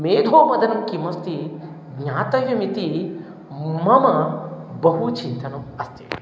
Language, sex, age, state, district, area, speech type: Sanskrit, male, 30-45, Telangana, Ranga Reddy, urban, spontaneous